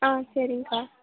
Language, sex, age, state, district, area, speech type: Tamil, female, 18-30, Tamil Nadu, Namakkal, rural, conversation